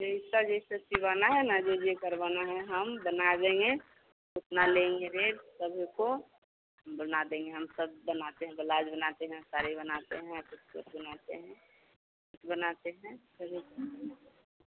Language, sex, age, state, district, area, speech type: Hindi, female, 30-45, Bihar, Vaishali, rural, conversation